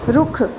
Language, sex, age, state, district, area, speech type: Punjabi, female, 18-30, Punjab, Pathankot, urban, read